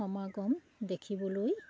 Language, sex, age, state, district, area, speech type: Assamese, female, 45-60, Assam, Charaideo, urban, spontaneous